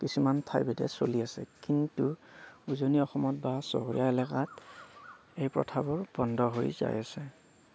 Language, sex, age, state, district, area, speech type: Assamese, male, 30-45, Assam, Darrang, rural, spontaneous